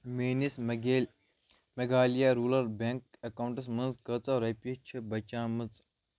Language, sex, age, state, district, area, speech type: Kashmiri, male, 30-45, Jammu and Kashmir, Bandipora, rural, read